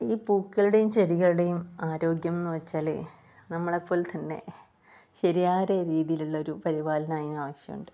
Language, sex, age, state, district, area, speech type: Malayalam, female, 30-45, Kerala, Kasaragod, rural, spontaneous